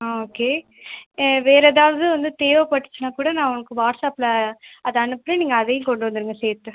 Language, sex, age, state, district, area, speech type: Tamil, female, 18-30, Tamil Nadu, Pudukkottai, rural, conversation